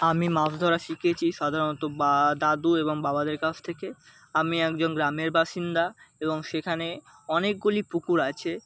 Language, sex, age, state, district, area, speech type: Bengali, male, 18-30, West Bengal, Kolkata, urban, spontaneous